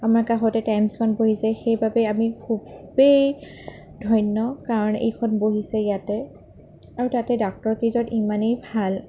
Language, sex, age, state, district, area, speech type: Assamese, female, 45-60, Assam, Sonitpur, rural, spontaneous